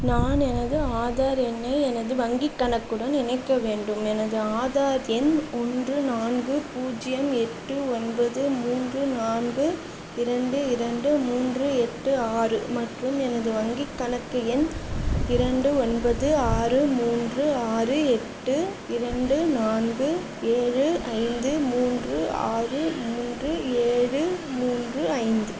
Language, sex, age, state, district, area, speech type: Tamil, female, 18-30, Tamil Nadu, Chengalpattu, urban, read